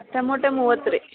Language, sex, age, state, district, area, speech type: Kannada, female, 45-60, Karnataka, Dharwad, urban, conversation